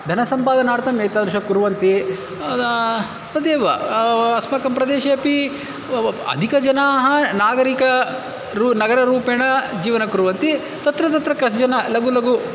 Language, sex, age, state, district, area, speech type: Sanskrit, male, 30-45, Karnataka, Bangalore Urban, urban, spontaneous